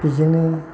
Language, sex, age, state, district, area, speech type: Bodo, male, 60+, Assam, Chirang, urban, spontaneous